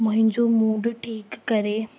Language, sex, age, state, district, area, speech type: Sindhi, female, 18-30, Rajasthan, Ajmer, urban, spontaneous